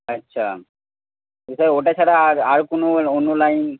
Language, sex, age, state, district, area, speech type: Bengali, male, 18-30, West Bengal, Purba Bardhaman, urban, conversation